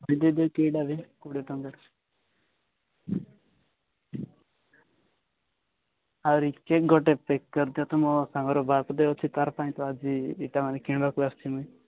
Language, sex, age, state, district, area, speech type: Odia, male, 18-30, Odisha, Nabarangpur, urban, conversation